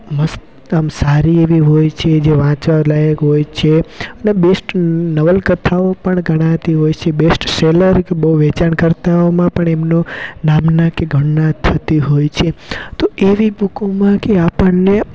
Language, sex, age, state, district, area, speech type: Gujarati, male, 18-30, Gujarat, Rajkot, rural, spontaneous